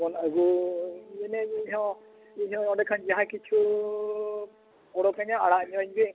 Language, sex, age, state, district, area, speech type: Santali, male, 60+, Odisha, Mayurbhanj, rural, conversation